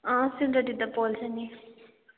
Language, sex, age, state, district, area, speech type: Nepali, male, 30-45, West Bengal, Kalimpong, rural, conversation